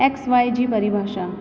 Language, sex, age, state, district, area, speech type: Sindhi, female, 30-45, Rajasthan, Ajmer, urban, read